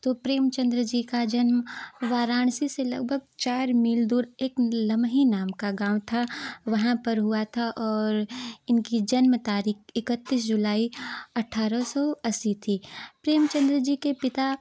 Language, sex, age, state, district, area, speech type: Hindi, female, 18-30, Uttar Pradesh, Chandauli, urban, spontaneous